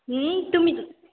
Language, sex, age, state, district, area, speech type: Goan Konkani, female, 18-30, Goa, Murmgao, rural, conversation